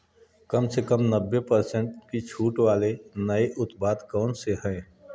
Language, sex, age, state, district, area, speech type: Hindi, male, 45-60, Uttar Pradesh, Prayagraj, rural, read